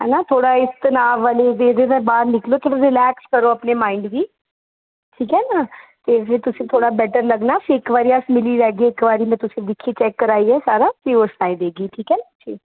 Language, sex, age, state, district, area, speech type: Dogri, female, 30-45, Jammu and Kashmir, Reasi, urban, conversation